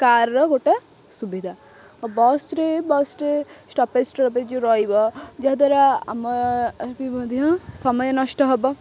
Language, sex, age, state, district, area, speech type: Odia, female, 18-30, Odisha, Kendrapara, urban, spontaneous